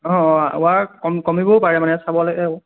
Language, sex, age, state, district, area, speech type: Assamese, male, 18-30, Assam, Golaghat, urban, conversation